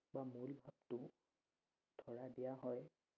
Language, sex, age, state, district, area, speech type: Assamese, male, 18-30, Assam, Udalguri, rural, spontaneous